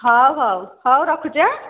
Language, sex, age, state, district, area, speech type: Odia, female, 45-60, Odisha, Angul, rural, conversation